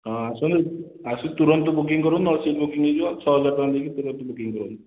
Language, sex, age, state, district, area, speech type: Odia, male, 30-45, Odisha, Khordha, rural, conversation